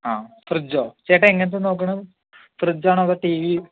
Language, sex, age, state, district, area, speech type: Malayalam, male, 18-30, Kerala, Palakkad, urban, conversation